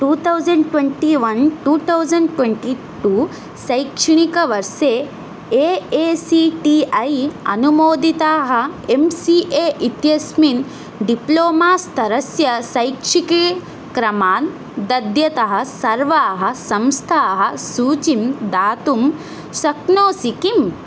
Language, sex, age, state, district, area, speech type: Sanskrit, female, 18-30, Odisha, Ganjam, urban, read